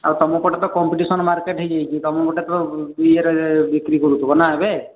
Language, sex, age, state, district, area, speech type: Odia, male, 45-60, Odisha, Sambalpur, rural, conversation